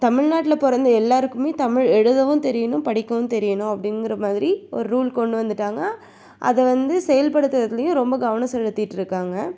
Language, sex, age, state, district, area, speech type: Tamil, female, 45-60, Tamil Nadu, Tiruvarur, rural, spontaneous